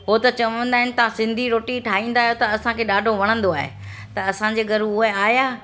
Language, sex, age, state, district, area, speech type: Sindhi, female, 60+, Delhi, South Delhi, urban, spontaneous